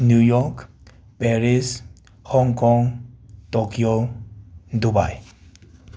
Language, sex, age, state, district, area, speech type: Manipuri, male, 18-30, Manipur, Imphal West, urban, spontaneous